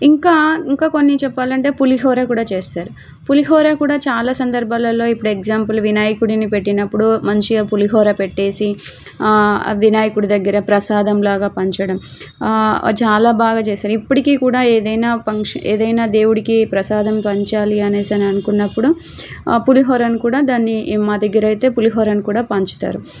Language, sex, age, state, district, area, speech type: Telugu, female, 30-45, Telangana, Warangal, urban, spontaneous